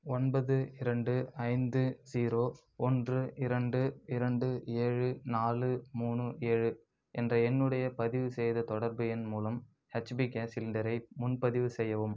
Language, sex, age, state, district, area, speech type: Tamil, male, 30-45, Tamil Nadu, Ariyalur, rural, read